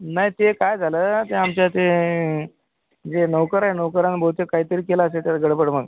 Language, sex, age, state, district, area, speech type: Marathi, male, 45-60, Maharashtra, Akola, urban, conversation